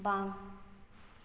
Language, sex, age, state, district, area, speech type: Santali, female, 30-45, Jharkhand, Seraikela Kharsawan, rural, read